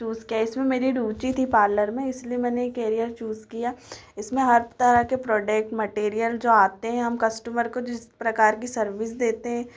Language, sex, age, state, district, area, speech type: Hindi, female, 18-30, Madhya Pradesh, Chhindwara, urban, spontaneous